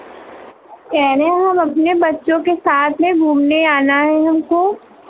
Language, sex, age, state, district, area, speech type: Hindi, female, 45-60, Uttar Pradesh, Hardoi, rural, conversation